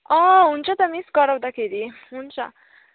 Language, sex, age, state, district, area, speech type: Nepali, female, 18-30, West Bengal, Kalimpong, rural, conversation